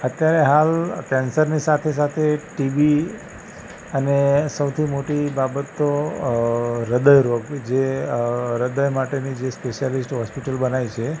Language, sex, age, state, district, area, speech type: Gujarati, male, 45-60, Gujarat, Ahmedabad, urban, spontaneous